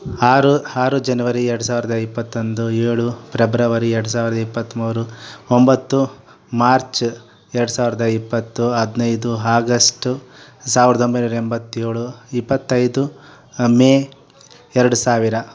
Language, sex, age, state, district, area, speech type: Kannada, male, 30-45, Karnataka, Kolar, urban, spontaneous